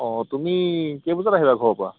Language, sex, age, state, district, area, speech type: Assamese, male, 30-45, Assam, Jorhat, urban, conversation